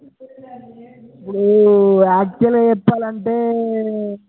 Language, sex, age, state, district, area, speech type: Telugu, male, 18-30, Telangana, Nirmal, rural, conversation